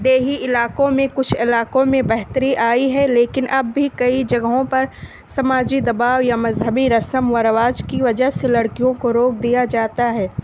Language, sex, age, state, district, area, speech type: Urdu, female, 18-30, Uttar Pradesh, Balrampur, rural, spontaneous